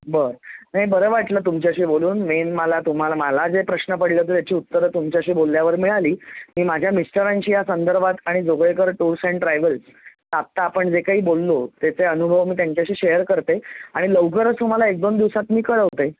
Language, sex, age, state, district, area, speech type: Marathi, female, 30-45, Maharashtra, Mumbai Suburban, urban, conversation